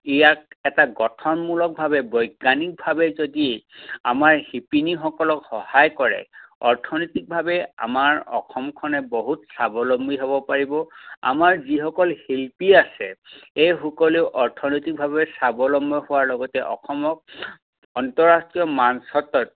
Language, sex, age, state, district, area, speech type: Assamese, male, 45-60, Assam, Dhemaji, rural, conversation